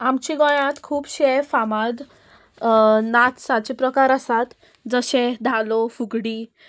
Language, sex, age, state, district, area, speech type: Goan Konkani, female, 18-30, Goa, Murmgao, rural, spontaneous